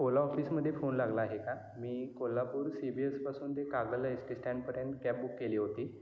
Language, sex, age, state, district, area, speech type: Marathi, male, 18-30, Maharashtra, Kolhapur, rural, spontaneous